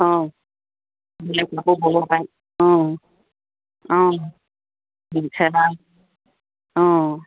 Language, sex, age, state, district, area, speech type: Assamese, female, 60+, Assam, Dibrugarh, rural, conversation